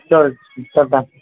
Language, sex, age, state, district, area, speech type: Bengali, male, 18-30, West Bengal, South 24 Parganas, urban, conversation